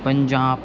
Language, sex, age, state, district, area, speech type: Sanskrit, male, 18-30, Assam, Biswanath, rural, spontaneous